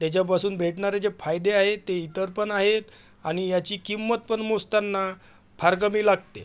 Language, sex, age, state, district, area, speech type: Marathi, male, 45-60, Maharashtra, Amravati, urban, spontaneous